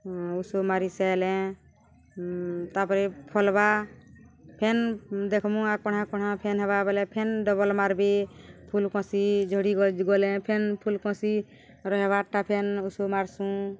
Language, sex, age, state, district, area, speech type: Odia, female, 60+, Odisha, Balangir, urban, spontaneous